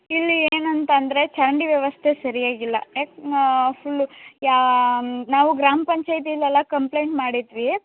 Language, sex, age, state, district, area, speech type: Kannada, female, 18-30, Karnataka, Mandya, rural, conversation